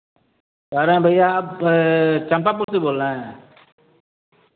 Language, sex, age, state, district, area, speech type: Hindi, male, 30-45, Bihar, Vaishali, urban, conversation